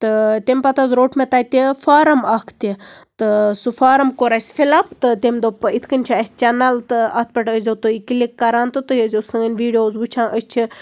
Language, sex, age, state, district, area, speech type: Kashmiri, female, 30-45, Jammu and Kashmir, Baramulla, rural, spontaneous